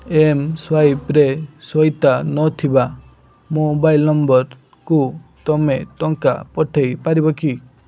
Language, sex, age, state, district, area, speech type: Odia, male, 18-30, Odisha, Balasore, rural, read